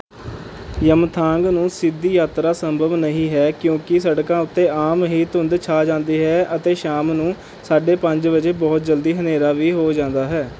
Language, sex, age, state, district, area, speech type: Punjabi, male, 18-30, Punjab, Rupnagar, urban, read